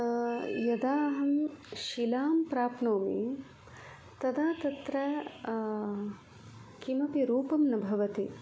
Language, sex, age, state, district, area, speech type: Sanskrit, female, 45-60, Karnataka, Udupi, rural, spontaneous